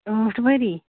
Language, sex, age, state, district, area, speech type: Kashmiri, female, 18-30, Jammu and Kashmir, Ganderbal, rural, conversation